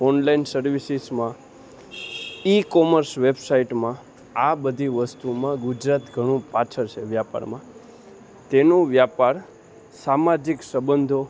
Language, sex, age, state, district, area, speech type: Gujarati, male, 18-30, Gujarat, Junagadh, urban, spontaneous